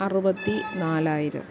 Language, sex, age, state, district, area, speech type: Malayalam, female, 30-45, Kerala, Alappuzha, rural, spontaneous